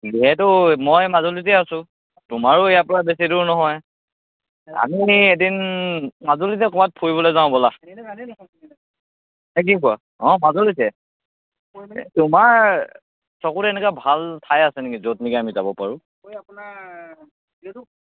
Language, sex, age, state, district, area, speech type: Assamese, male, 18-30, Assam, Majuli, rural, conversation